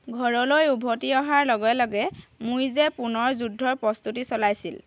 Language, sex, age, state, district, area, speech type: Assamese, female, 18-30, Assam, Lakhimpur, rural, read